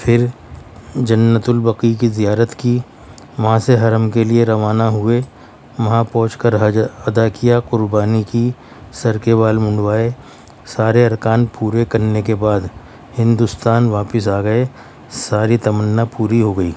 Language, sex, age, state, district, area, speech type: Urdu, male, 60+, Delhi, Central Delhi, urban, spontaneous